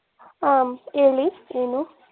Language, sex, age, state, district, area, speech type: Kannada, female, 18-30, Karnataka, Davanagere, rural, conversation